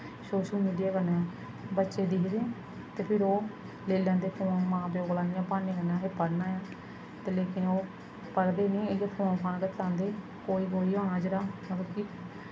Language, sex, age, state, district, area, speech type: Dogri, female, 30-45, Jammu and Kashmir, Samba, rural, spontaneous